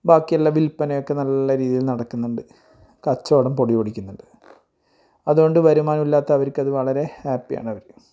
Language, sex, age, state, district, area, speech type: Malayalam, male, 45-60, Kerala, Kasaragod, rural, spontaneous